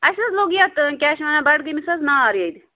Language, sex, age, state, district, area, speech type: Kashmiri, female, 18-30, Jammu and Kashmir, Budgam, rural, conversation